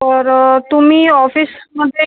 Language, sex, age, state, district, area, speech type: Marathi, female, 18-30, Maharashtra, Akola, rural, conversation